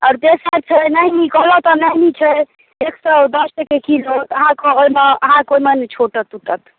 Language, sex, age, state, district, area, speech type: Maithili, female, 18-30, Bihar, Darbhanga, rural, conversation